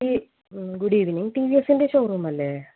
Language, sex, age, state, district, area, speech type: Malayalam, female, 30-45, Kerala, Malappuram, rural, conversation